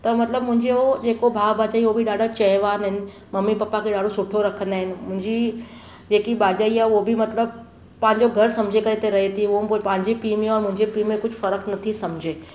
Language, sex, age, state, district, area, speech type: Sindhi, female, 30-45, Maharashtra, Mumbai Suburban, urban, spontaneous